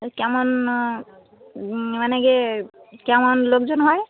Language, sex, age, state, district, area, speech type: Bengali, female, 30-45, West Bengal, Darjeeling, urban, conversation